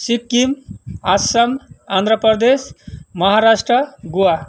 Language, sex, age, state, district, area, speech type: Nepali, male, 45-60, West Bengal, Kalimpong, rural, spontaneous